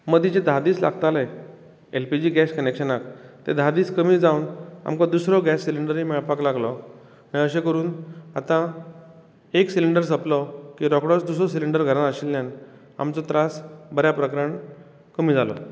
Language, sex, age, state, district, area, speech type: Goan Konkani, male, 45-60, Goa, Bardez, rural, spontaneous